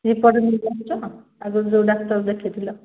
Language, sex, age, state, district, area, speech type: Odia, female, 45-60, Odisha, Angul, rural, conversation